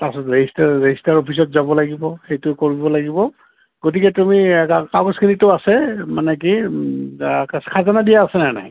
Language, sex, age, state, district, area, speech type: Assamese, male, 60+, Assam, Goalpara, urban, conversation